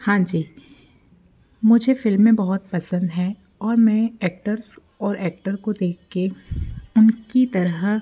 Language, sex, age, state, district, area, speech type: Hindi, female, 30-45, Madhya Pradesh, Jabalpur, urban, spontaneous